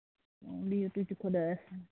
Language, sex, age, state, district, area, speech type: Kashmiri, female, 45-60, Jammu and Kashmir, Ganderbal, rural, conversation